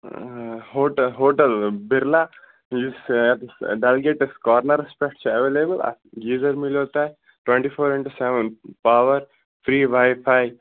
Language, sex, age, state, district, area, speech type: Kashmiri, male, 18-30, Jammu and Kashmir, Baramulla, rural, conversation